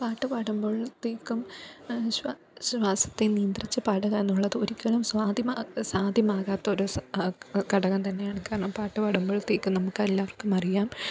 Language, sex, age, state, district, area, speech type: Malayalam, female, 18-30, Kerala, Pathanamthitta, rural, spontaneous